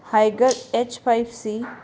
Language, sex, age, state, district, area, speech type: Punjabi, female, 30-45, Punjab, Jalandhar, urban, spontaneous